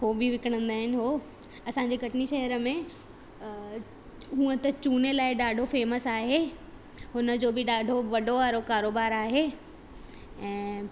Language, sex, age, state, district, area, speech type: Sindhi, female, 18-30, Madhya Pradesh, Katni, rural, spontaneous